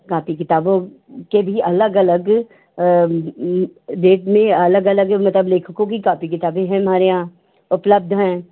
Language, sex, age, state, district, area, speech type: Hindi, female, 60+, Uttar Pradesh, Hardoi, rural, conversation